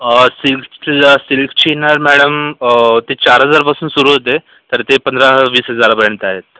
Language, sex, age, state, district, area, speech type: Marathi, male, 30-45, Maharashtra, Yavatmal, urban, conversation